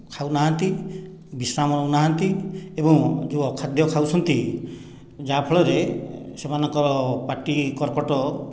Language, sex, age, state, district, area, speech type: Odia, male, 60+, Odisha, Khordha, rural, spontaneous